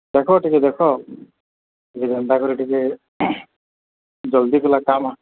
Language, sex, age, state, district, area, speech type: Odia, male, 45-60, Odisha, Nuapada, urban, conversation